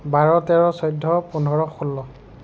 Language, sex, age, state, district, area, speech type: Assamese, male, 45-60, Assam, Nagaon, rural, spontaneous